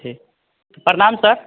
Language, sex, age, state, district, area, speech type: Hindi, male, 18-30, Bihar, Vaishali, rural, conversation